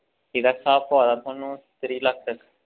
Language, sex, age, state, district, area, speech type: Dogri, male, 18-30, Jammu and Kashmir, Samba, rural, conversation